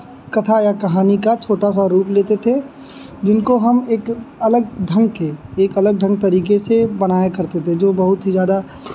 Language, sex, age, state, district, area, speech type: Hindi, male, 18-30, Uttar Pradesh, Azamgarh, rural, spontaneous